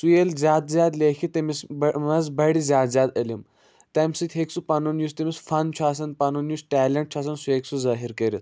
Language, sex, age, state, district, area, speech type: Kashmiri, male, 45-60, Jammu and Kashmir, Budgam, rural, spontaneous